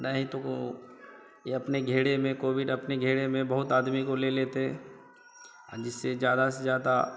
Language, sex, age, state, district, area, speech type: Hindi, male, 30-45, Bihar, Madhepura, rural, spontaneous